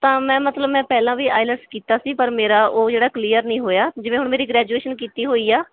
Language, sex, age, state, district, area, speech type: Punjabi, female, 18-30, Punjab, Bathinda, rural, conversation